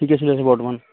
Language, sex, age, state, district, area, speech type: Assamese, male, 30-45, Assam, Majuli, urban, conversation